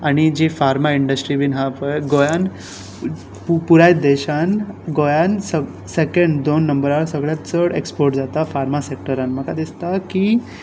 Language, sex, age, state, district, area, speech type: Goan Konkani, male, 18-30, Goa, Tiswadi, rural, spontaneous